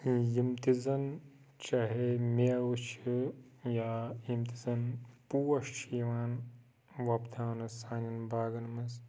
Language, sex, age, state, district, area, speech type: Kashmiri, male, 30-45, Jammu and Kashmir, Pulwama, rural, spontaneous